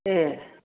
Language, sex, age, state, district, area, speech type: Bodo, female, 60+, Assam, Kokrajhar, rural, conversation